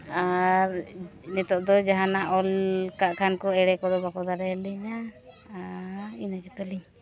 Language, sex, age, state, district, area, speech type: Santali, female, 30-45, Jharkhand, East Singhbhum, rural, spontaneous